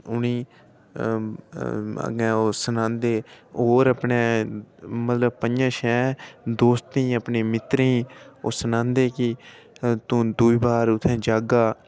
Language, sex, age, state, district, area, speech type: Dogri, male, 18-30, Jammu and Kashmir, Udhampur, rural, spontaneous